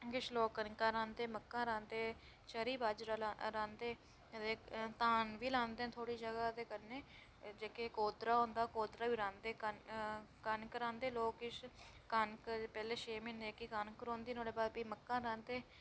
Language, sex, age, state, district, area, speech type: Dogri, female, 18-30, Jammu and Kashmir, Reasi, rural, spontaneous